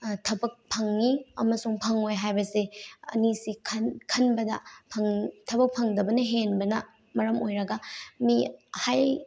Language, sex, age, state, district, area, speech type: Manipuri, female, 18-30, Manipur, Bishnupur, rural, spontaneous